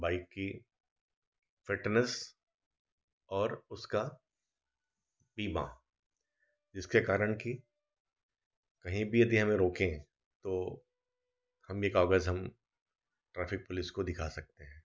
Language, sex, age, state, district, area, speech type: Hindi, male, 45-60, Madhya Pradesh, Ujjain, urban, spontaneous